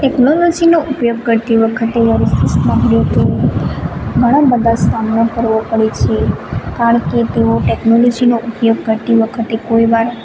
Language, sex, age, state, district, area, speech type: Gujarati, female, 18-30, Gujarat, Narmada, rural, spontaneous